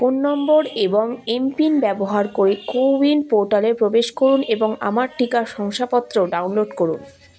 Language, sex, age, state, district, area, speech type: Bengali, female, 30-45, West Bengal, Malda, rural, read